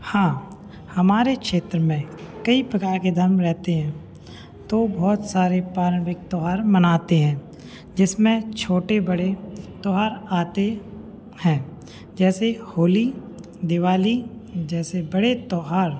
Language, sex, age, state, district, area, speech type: Hindi, male, 18-30, Madhya Pradesh, Hoshangabad, rural, spontaneous